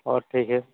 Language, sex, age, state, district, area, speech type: Hindi, male, 45-60, Uttar Pradesh, Mirzapur, rural, conversation